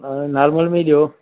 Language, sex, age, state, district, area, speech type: Sindhi, male, 60+, Madhya Pradesh, Katni, urban, conversation